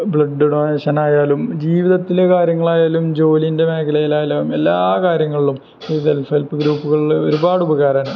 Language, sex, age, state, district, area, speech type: Malayalam, male, 18-30, Kerala, Malappuram, rural, spontaneous